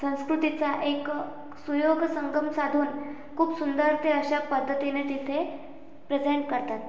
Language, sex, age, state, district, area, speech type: Marathi, female, 18-30, Maharashtra, Amravati, rural, spontaneous